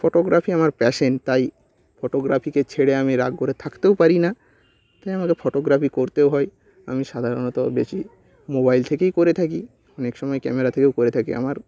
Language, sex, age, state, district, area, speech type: Bengali, male, 30-45, West Bengal, Nadia, rural, spontaneous